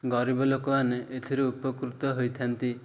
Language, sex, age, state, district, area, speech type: Odia, male, 18-30, Odisha, Ganjam, urban, spontaneous